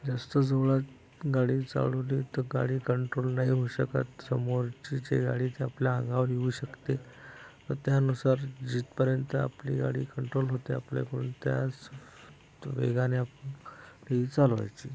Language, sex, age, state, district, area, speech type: Marathi, male, 30-45, Maharashtra, Akola, rural, spontaneous